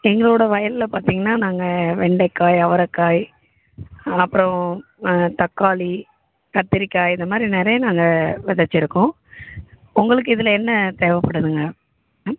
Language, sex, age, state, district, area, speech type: Tamil, female, 30-45, Tamil Nadu, Chennai, urban, conversation